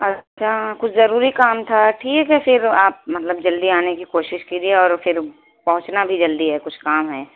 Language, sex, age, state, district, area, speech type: Urdu, female, 18-30, Uttar Pradesh, Balrampur, rural, conversation